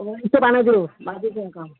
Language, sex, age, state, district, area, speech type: Marathi, female, 60+, Maharashtra, Pune, urban, conversation